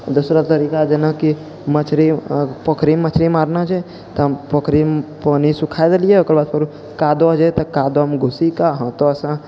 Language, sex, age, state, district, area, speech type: Maithili, male, 45-60, Bihar, Purnia, rural, spontaneous